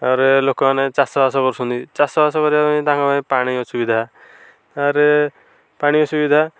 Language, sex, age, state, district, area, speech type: Odia, male, 18-30, Odisha, Nayagarh, rural, spontaneous